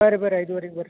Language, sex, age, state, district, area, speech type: Kannada, male, 45-60, Karnataka, Belgaum, rural, conversation